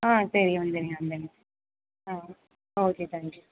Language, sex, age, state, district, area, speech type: Tamil, female, 18-30, Tamil Nadu, Tiruvarur, rural, conversation